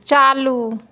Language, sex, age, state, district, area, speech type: Hindi, female, 60+, Bihar, Madhepura, urban, read